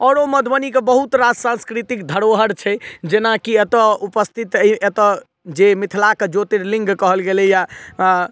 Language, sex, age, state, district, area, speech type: Maithili, male, 18-30, Bihar, Madhubani, rural, spontaneous